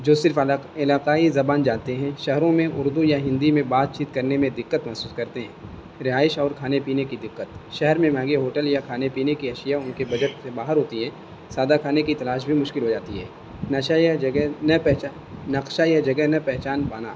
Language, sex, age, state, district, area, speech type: Urdu, male, 30-45, Uttar Pradesh, Azamgarh, rural, spontaneous